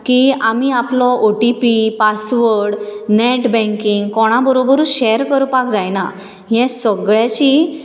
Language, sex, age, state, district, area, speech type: Goan Konkani, female, 30-45, Goa, Bardez, urban, spontaneous